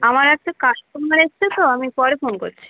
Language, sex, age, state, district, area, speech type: Bengali, female, 18-30, West Bengal, Uttar Dinajpur, urban, conversation